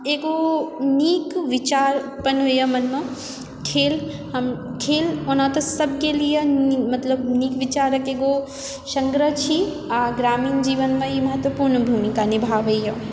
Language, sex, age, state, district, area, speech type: Maithili, female, 18-30, Bihar, Supaul, rural, spontaneous